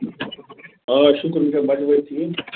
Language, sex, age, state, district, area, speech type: Kashmiri, male, 45-60, Jammu and Kashmir, Bandipora, rural, conversation